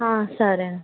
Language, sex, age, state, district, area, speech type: Telugu, female, 45-60, Andhra Pradesh, Krishna, urban, conversation